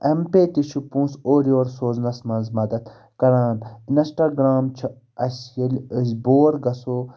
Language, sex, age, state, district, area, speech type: Kashmiri, male, 18-30, Jammu and Kashmir, Baramulla, rural, spontaneous